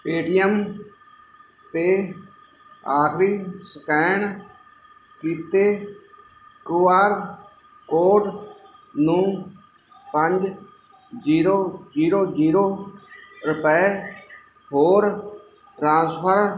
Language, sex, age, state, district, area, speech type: Punjabi, male, 45-60, Punjab, Mansa, urban, read